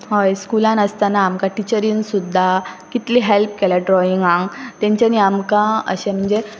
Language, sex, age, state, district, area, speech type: Goan Konkani, female, 18-30, Goa, Pernem, rural, spontaneous